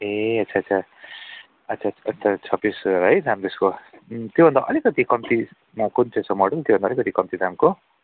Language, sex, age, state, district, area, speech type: Nepali, male, 45-60, West Bengal, Kalimpong, rural, conversation